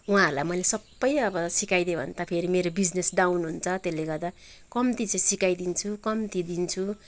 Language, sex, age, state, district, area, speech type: Nepali, female, 45-60, West Bengal, Kalimpong, rural, spontaneous